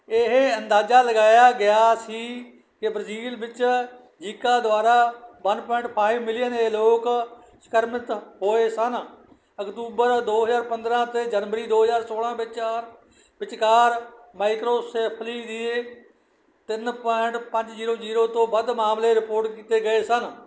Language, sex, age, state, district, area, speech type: Punjabi, male, 60+, Punjab, Barnala, rural, read